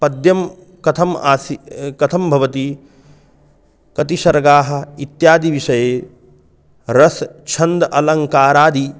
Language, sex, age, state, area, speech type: Sanskrit, male, 30-45, Uttar Pradesh, urban, spontaneous